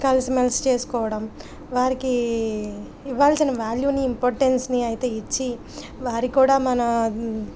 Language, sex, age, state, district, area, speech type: Telugu, female, 30-45, Andhra Pradesh, Anakapalli, rural, spontaneous